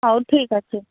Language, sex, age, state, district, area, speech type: Odia, female, 18-30, Odisha, Koraput, urban, conversation